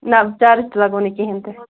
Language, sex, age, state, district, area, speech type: Kashmiri, female, 18-30, Jammu and Kashmir, Ganderbal, rural, conversation